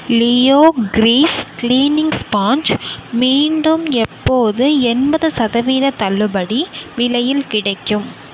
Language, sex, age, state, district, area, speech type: Tamil, female, 18-30, Tamil Nadu, Nagapattinam, rural, read